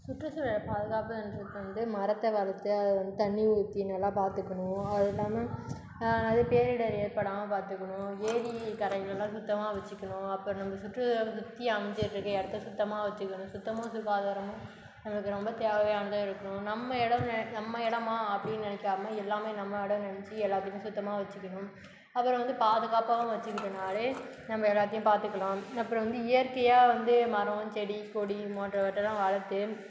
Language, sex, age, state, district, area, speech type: Tamil, female, 30-45, Tamil Nadu, Cuddalore, rural, spontaneous